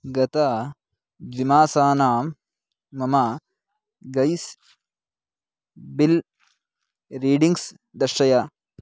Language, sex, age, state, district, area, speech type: Sanskrit, male, 18-30, Karnataka, Chikkamagaluru, rural, read